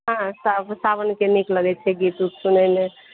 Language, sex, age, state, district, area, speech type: Maithili, female, 60+, Bihar, Supaul, urban, conversation